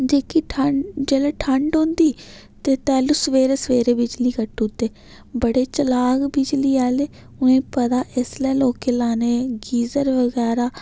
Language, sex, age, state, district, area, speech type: Dogri, female, 18-30, Jammu and Kashmir, Udhampur, rural, spontaneous